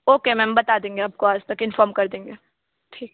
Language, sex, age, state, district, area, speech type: Hindi, female, 30-45, Uttar Pradesh, Sonbhadra, rural, conversation